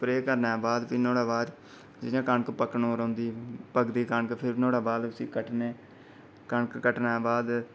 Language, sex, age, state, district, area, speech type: Dogri, male, 30-45, Jammu and Kashmir, Reasi, rural, spontaneous